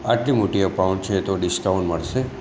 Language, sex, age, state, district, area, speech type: Gujarati, male, 18-30, Gujarat, Aravalli, rural, spontaneous